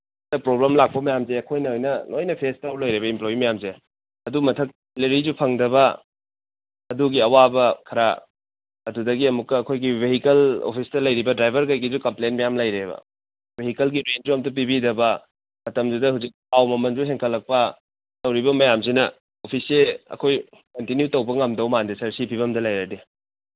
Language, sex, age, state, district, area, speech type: Manipuri, male, 45-60, Manipur, Imphal East, rural, conversation